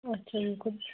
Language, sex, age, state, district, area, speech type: Kashmiri, female, 18-30, Jammu and Kashmir, Budgam, rural, conversation